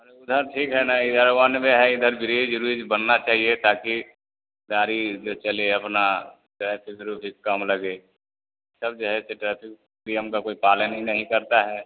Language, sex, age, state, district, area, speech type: Hindi, male, 30-45, Bihar, Vaishali, urban, conversation